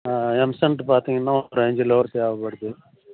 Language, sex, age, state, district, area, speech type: Tamil, male, 60+, Tamil Nadu, Krishnagiri, rural, conversation